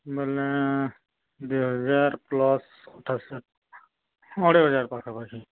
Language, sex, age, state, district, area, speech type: Odia, male, 45-60, Odisha, Nuapada, urban, conversation